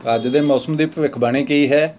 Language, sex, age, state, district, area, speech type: Punjabi, male, 45-60, Punjab, Amritsar, rural, read